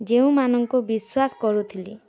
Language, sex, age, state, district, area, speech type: Odia, female, 18-30, Odisha, Bargarh, urban, spontaneous